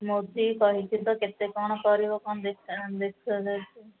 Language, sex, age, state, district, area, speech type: Odia, female, 30-45, Odisha, Sundergarh, urban, conversation